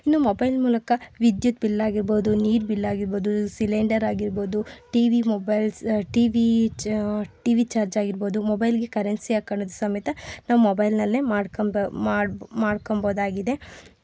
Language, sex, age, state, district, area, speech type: Kannada, female, 30-45, Karnataka, Tumkur, rural, spontaneous